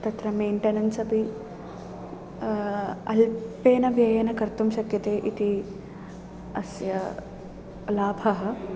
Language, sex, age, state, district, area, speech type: Sanskrit, female, 18-30, Kerala, Palakkad, urban, spontaneous